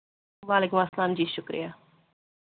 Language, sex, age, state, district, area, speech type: Kashmiri, female, 45-60, Jammu and Kashmir, Kulgam, rural, conversation